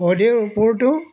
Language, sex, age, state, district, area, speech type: Assamese, male, 60+, Assam, Dibrugarh, rural, spontaneous